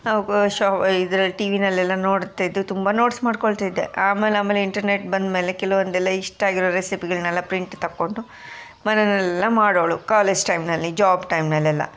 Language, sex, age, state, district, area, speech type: Kannada, female, 45-60, Karnataka, Koppal, urban, spontaneous